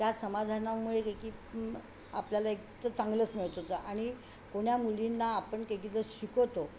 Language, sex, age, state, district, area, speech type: Marathi, female, 60+, Maharashtra, Yavatmal, urban, spontaneous